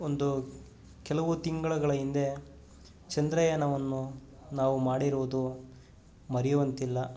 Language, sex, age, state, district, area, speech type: Kannada, male, 30-45, Karnataka, Kolar, rural, spontaneous